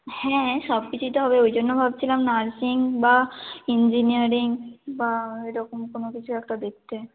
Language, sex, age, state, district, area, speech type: Bengali, female, 18-30, West Bengal, North 24 Parganas, rural, conversation